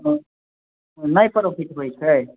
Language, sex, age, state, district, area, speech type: Maithili, male, 18-30, Bihar, Samastipur, rural, conversation